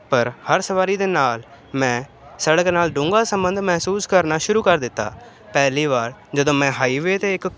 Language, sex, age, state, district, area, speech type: Punjabi, male, 18-30, Punjab, Ludhiana, urban, spontaneous